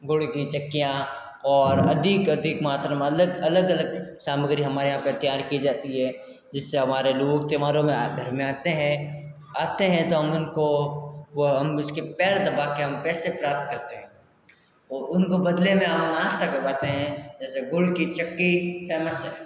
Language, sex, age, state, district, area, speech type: Hindi, male, 18-30, Rajasthan, Jodhpur, urban, spontaneous